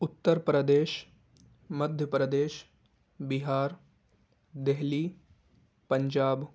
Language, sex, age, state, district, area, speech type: Urdu, male, 18-30, Uttar Pradesh, Ghaziabad, urban, spontaneous